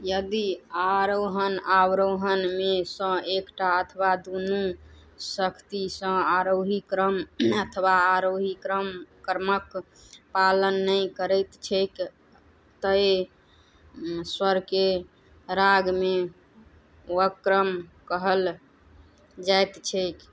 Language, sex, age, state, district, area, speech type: Maithili, female, 18-30, Bihar, Madhubani, rural, read